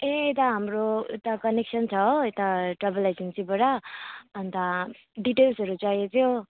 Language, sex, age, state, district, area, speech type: Nepali, female, 30-45, West Bengal, Alipurduar, urban, conversation